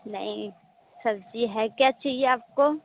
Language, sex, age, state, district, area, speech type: Hindi, female, 18-30, Uttar Pradesh, Mirzapur, urban, conversation